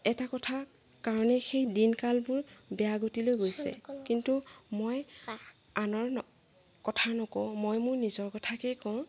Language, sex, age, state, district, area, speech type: Assamese, female, 45-60, Assam, Morigaon, rural, spontaneous